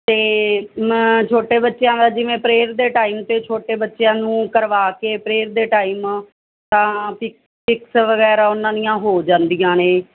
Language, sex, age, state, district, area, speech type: Punjabi, female, 30-45, Punjab, Muktsar, urban, conversation